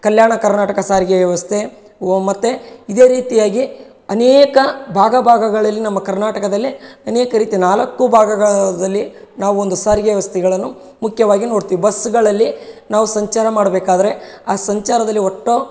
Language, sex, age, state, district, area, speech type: Kannada, male, 30-45, Karnataka, Bellary, rural, spontaneous